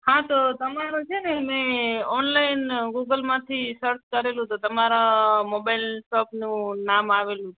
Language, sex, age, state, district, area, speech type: Gujarati, male, 18-30, Gujarat, Kutch, rural, conversation